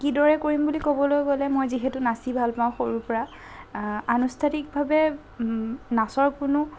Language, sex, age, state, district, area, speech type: Assamese, female, 30-45, Assam, Lakhimpur, rural, spontaneous